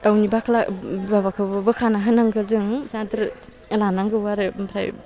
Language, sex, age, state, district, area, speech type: Bodo, female, 18-30, Assam, Udalguri, rural, spontaneous